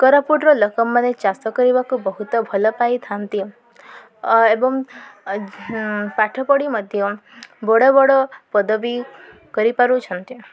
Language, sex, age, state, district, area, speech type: Odia, female, 30-45, Odisha, Koraput, urban, spontaneous